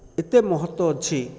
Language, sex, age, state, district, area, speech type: Odia, male, 30-45, Odisha, Kendrapara, urban, spontaneous